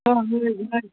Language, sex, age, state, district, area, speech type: Manipuri, female, 45-60, Manipur, Imphal East, rural, conversation